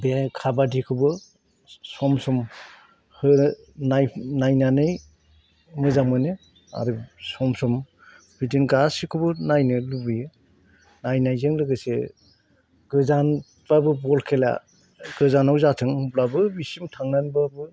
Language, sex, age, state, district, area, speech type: Bodo, male, 60+, Assam, Chirang, rural, spontaneous